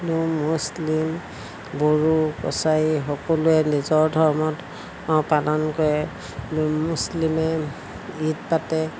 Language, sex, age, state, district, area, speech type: Assamese, female, 60+, Assam, Golaghat, urban, spontaneous